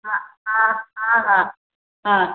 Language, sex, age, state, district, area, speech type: Sindhi, female, 45-60, Maharashtra, Thane, urban, conversation